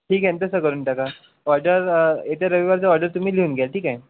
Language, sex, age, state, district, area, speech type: Marathi, male, 18-30, Maharashtra, Wardha, rural, conversation